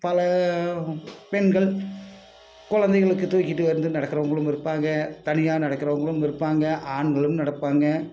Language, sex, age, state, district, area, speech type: Tamil, male, 45-60, Tamil Nadu, Tiruppur, rural, spontaneous